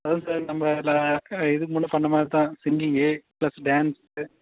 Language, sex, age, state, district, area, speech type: Tamil, male, 18-30, Tamil Nadu, Dharmapuri, rural, conversation